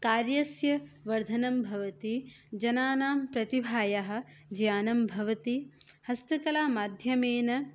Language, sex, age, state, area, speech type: Sanskrit, female, 18-30, Uttar Pradesh, rural, spontaneous